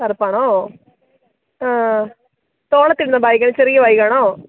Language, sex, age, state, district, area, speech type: Malayalam, female, 30-45, Kerala, Idukki, rural, conversation